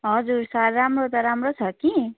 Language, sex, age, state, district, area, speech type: Nepali, female, 18-30, West Bengal, Darjeeling, rural, conversation